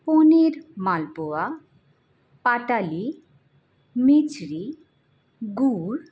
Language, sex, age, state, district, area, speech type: Bengali, female, 18-30, West Bengal, Hooghly, urban, spontaneous